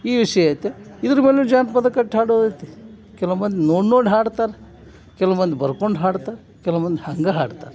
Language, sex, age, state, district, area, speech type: Kannada, male, 60+, Karnataka, Dharwad, urban, spontaneous